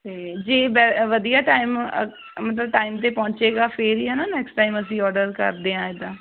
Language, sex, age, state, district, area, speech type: Punjabi, female, 18-30, Punjab, Fazilka, rural, conversation